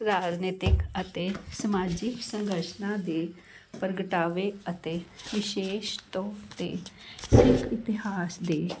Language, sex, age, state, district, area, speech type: Punjabi, female, 30-45, Punjab, Jalandhar, urban, spontaneous